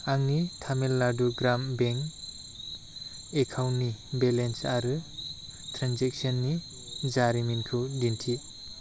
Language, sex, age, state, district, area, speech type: Bodo, male, 30-45, Assam, Chirang, urban, read